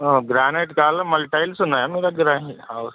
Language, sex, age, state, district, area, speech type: Telugu, male, 30-45, Andhra Pradesh, Anantapur, rural, conversation